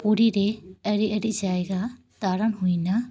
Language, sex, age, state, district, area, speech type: Santali, female, 18-30, West Bengal, Paschim Bardhaman, rural, spontaneous